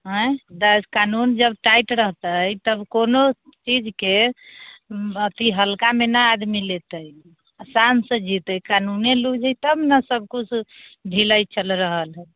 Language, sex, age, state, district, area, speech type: Maithili, female, 30-45, Bihar, Sitamarhi, urban, conversation